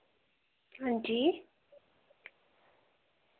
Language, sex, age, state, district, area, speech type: Dogri, female, 18-30, Jammu and Kashmir, Reasi, rural, conversation